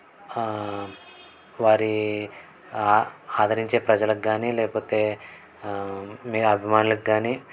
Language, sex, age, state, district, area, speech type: Telugu, male, 18-30, Andhra Pradesh, N T Rama Rao, urban, spontaneous